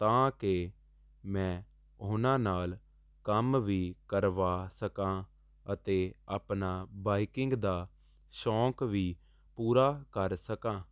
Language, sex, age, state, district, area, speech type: Punjabi, male, 18-30, Punjab, Jalandhar, urban, spontaneous